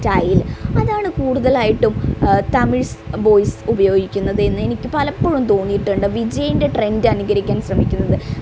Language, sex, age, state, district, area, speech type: Malayalam, female, 30-45, Kerala, Malappuram, rural, spontaneous